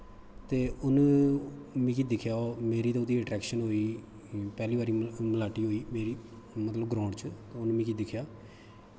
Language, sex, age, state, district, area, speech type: Dogri, male, 30-45, Jammu and Kashmir, Kathua, rural, spontaneous